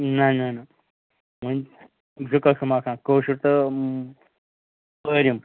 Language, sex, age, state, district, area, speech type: Kashmiri, male, 30-45, Jammu and Kashmir, Ganderbal, rural, conversation